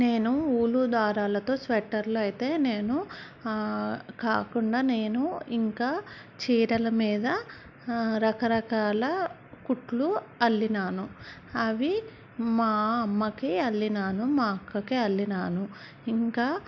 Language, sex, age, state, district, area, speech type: Telugu, female, 30-45, Andhra Pradesh, Vizianagaram, urban, spontaneous